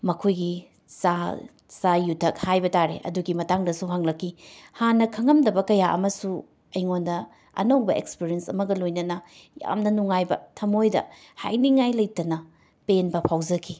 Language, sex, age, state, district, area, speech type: Manipuri, female, 30-45, Manipur, Imphal West, urban, spontaneous